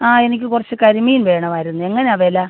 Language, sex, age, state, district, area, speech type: Malayalam, female, 45-60, Kerala, Alappuzha, rural, conversation